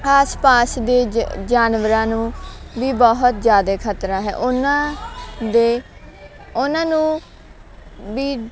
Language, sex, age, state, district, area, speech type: Punjabi, female, 18-30, Punjab, Faridkot, rural, spontaneous